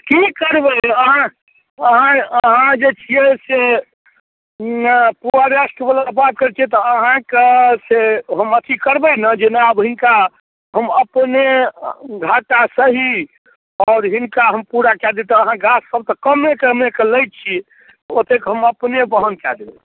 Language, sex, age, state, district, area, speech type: Maithili, male, 60+, Bihar, Darbhanga, rural, conversation